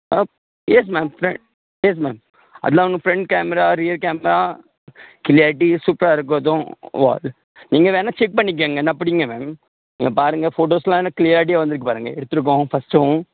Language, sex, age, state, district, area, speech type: Tamil, male, 30-45, Tamil Nadu, Tirunelveli, rural, conversation